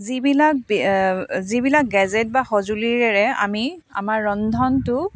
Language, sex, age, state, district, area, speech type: Assamese, female, 30-45, Assam, Dibrugarh, urban, spontaneous